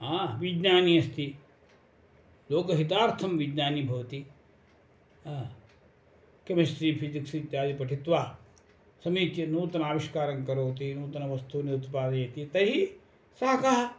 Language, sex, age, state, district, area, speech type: Sanskrit, male, 60+, Karnataka, Uttara Kannada, rural, spontaneous